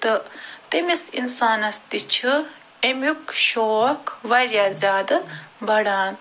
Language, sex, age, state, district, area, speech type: Kashmiri, female, 45-60, Jammu and Kashmir, Ganderbal, urban, spontaneous